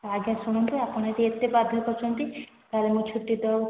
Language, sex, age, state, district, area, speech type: Odia, female, 18-30, Odisha, Kendrapara, urban, conversation